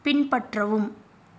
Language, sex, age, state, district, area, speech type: Tamil, female, 30-45, Tamil Nadu, Tiruvallur, urban, read